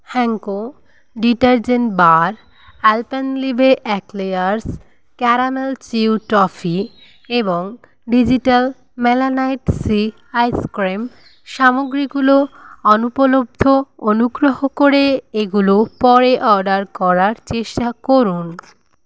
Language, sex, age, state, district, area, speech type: Bengali, female, 30-45, West Bengal, Paschim Medinipur, rural, read